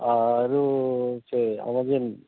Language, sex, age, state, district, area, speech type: Odia, male, 45-60, Odisha, Nuapada, urban, conversation